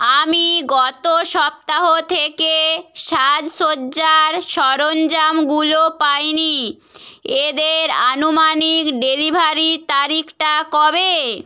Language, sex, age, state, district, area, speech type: Bengali, female, 18-30, West Bengal, Nadia, rural, read